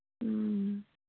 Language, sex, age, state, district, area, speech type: Manipuri, female, 18-30, Manipur, Senapati, urban, conversation